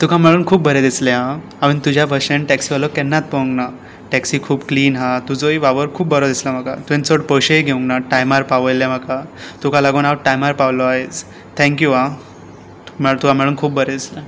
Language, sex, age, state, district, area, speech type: Goan Konkani, male, 18-30, Goa, Tiswadi, rural, spontaneous